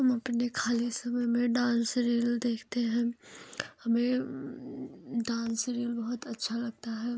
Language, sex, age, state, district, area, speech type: Hindi, female, 18-30, Uttar Pradesh, Jaunpur, urban, spontaneous